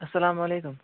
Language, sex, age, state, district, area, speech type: Kashmiri, male, 18-30, Jammu and Kashmir, Bandipora, rural, conversation